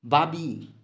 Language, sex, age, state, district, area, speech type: Maithili, male, 60+, Bihar, Madhubani, rural, spontaneous